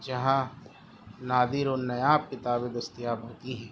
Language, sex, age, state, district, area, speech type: Urdu, male, 30-45, Delhi, East Delhi, urban, spontaneous